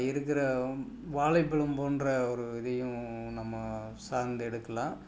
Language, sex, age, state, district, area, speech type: Tamil, male, 45-60, Tamil Nadu, Tiruppur, rural, spontaneous